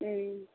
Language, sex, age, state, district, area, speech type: Malayalam, female, 30-45, Kerala, Kozhikode, urban, conversation